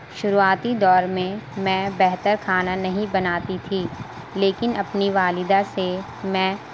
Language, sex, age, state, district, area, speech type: Urdu, female, 18-30, Uttar Pradesh, Gautam Buddha Nagar, urban, spontaneous